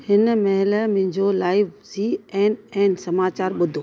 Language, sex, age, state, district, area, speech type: Sindhi, female, 45-60, Gujarat, Surat, urban, read